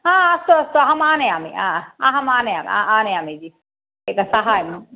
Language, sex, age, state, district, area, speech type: Sanskrit, female, 45-60, Tamil Nadu, Chennai, urban, conversation